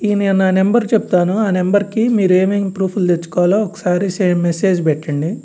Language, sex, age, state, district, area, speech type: Telugu, male, 45-60, Andhra Pradesh, Guntur, urban, spontaneous